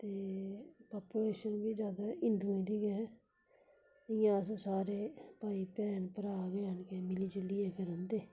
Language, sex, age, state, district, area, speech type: Dogri, female, 45-60, Jammu and Kashmir, Udhampur, rural, spontaneous